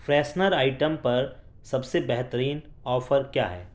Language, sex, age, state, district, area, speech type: Urdu, male, 18-30, Delhi, North East Delhi, urban, read